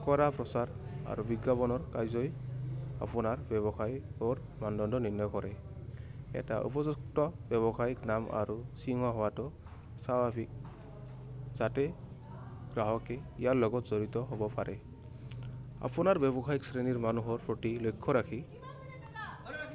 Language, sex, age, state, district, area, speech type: Assamese, male, 18-30, Assam, Goalpara, urban, spontaneous